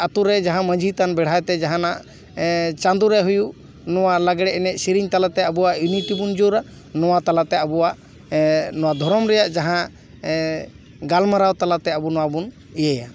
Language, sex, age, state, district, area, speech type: Santali, male, 45-60, West Bengal, Paschim Bardhaman, urban, spontaneous